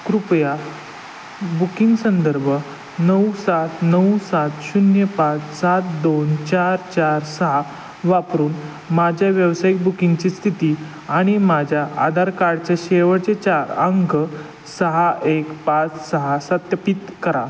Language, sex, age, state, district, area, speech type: Marathi, male, 30-45, Maharashtra, Satara, urban, read